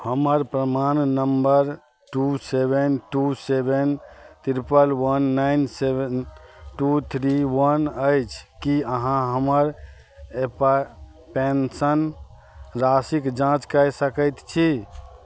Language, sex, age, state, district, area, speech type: Maithili, male, 45-60, Bihar, Madhubani, rural, read